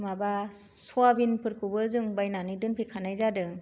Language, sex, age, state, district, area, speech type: Bodo, female, 30-45, Assam, Kokrajhar, rural, spontaneous